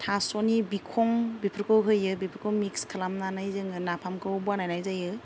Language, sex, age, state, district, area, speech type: Bodo, female, 30-45, Assam, Goalpara, rural, spontaneous